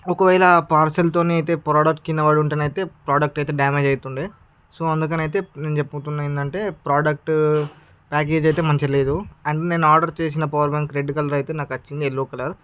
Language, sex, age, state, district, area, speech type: Telugu, male, 18-30, Andhra Pradesh, Srikakulam, rural, spontaneous